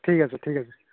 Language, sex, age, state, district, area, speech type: Assamese, male, 45-60, Assam, Nagaon, rural, conversation